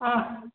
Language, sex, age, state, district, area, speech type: Manipuri, female, 45-60, Manipur, Imphal West, urban, conversation